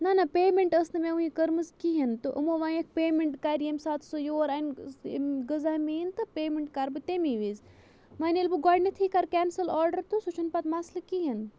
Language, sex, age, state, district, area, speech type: Kashmiri, female, 60+, Jammu and Kashmir, Bandipora, rural, spontaneous